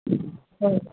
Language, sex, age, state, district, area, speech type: Manipuri, female, 30-45, Manipur, Tengnoupal, rural, conversation